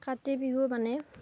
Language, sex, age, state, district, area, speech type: Assamese, female, 18-30, Assam, Darrang, rural, spontaneous